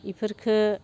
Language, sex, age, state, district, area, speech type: Bodo, female, 60+, Assam, Baksa, rural, spontaneous